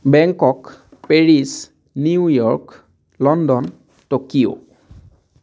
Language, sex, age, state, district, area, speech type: Assamese, male, 30-45, Assam, Dibrugarh, rural, spontaneous